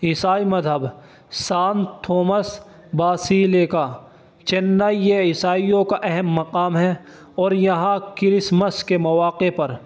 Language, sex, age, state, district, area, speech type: Urdu, male, 18-30, Uttar Pradesh, Saharanpur, urban, spontaneous